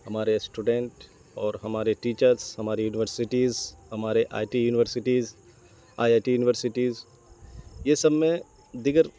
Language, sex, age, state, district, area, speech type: Urdu, male, 18-30, Bihar, Saharsa, urban, spontaneous